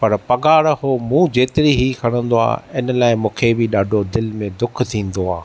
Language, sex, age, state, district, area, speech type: Sindhi, male, 45-60, Maharashtra, Thane, urban, spontaneous